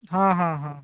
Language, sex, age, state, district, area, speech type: Odia, male, 18-30, Odisha, Bhadrak, rural, conversation